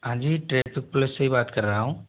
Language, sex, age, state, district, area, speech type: Hindi, male, 18-30, Rajasthan, Jodhpur, rural, conversation